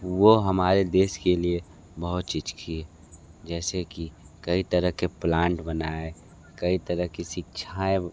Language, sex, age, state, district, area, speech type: Hindi, male, 45-60, Uttar Pradesh, Sonbhadra, rural, spontaneous